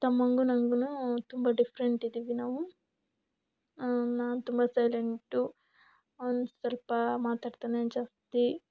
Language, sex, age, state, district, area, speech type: Kannada, female, 18-30, Karnataka, Davanagere, urban, spontaneous